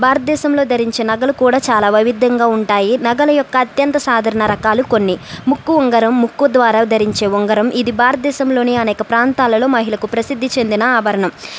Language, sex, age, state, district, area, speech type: Telugu, female, 30-45, Andhra Pradesh, East Godavari, rural, spontaneous